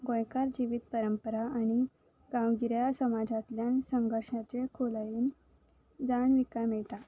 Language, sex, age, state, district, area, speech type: Goan Konkani, female, 18-30, Goa, Salcete, rural, spontaneous